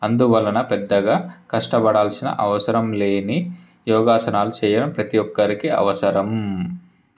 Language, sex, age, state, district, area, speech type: Telugu, male, 18-30, Telangana, Ranga Reddy, urban, spontaneous